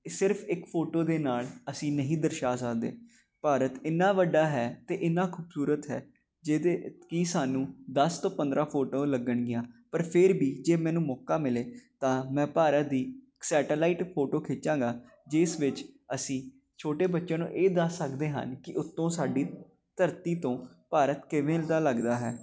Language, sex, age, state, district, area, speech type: Punjabi, male, 18-30, Punjab, Jalandhar, urban, spontaneous